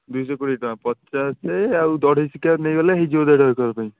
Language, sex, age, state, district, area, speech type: Odia, male, 30-45, Odisha, Puri, urban, conversation